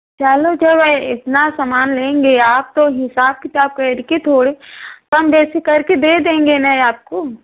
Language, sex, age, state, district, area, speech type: Hindi, female, 30-45, Uttar Pradesh, Prayagraj, urban, conversation